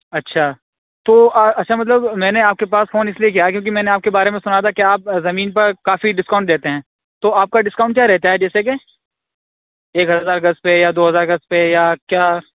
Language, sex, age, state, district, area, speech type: Urdu, male, 18-30, Uttar Pradesh, Saharanpur, urban, conversation